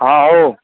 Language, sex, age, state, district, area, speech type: Odia, male, 60+, Odisha, Gajapati, rural, conversation